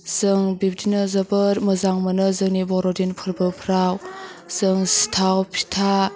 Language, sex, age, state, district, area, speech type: Bodo, female, 30-45, Assam, Chirang, rural, spontaneous